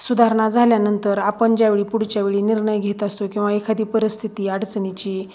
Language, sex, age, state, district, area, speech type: Marathi, female, 30-45, Maharashtra, Osmanabad, rural, spontaneous